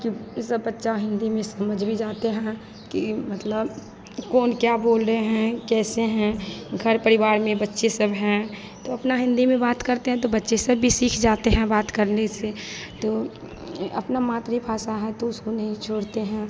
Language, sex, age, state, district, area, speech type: Hindi, female, 18-30, Bihar, Madhepura, rural, spontaneous